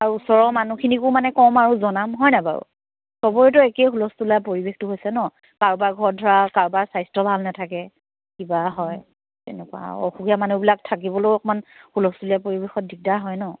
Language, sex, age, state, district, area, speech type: Assamese, female, 30-45, Assam, Charaideo, urban, conversation